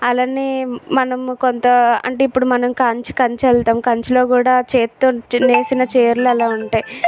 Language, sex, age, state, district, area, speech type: Telugu, female, 45-60, Andhra Pradesh, Vizianagaram, rural, spontaneous